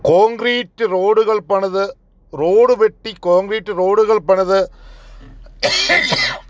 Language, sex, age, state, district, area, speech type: Malayalam, male, 45-60, Kerala, Kollam, rural, spontaneous